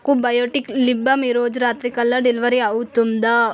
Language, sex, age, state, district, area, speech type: Telugu, female, 18-30, Telangana, Vikarabad, rural, read